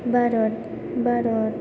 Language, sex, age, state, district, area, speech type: Bodo, female, 18-30, Assam, Chirang, rural, spontaneous